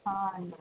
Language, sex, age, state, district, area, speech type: Telugu, female, 18-30, Telangana, Sangareddy, urban, conversation